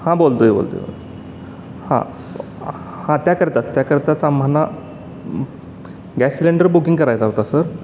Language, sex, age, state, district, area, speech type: Marathi, male, 30-45, Maharashtra, Sangli, urban, spontaneous